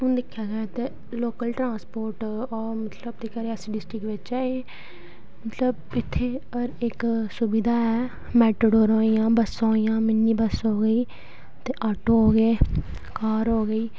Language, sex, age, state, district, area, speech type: Dogri, female, 18-30, Jammu and Kashmir, Reasi, rural, spontaneous